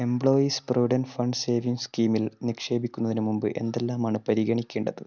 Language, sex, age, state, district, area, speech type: Malayalam, male, 18-30, Kerala, Kannur, rural, read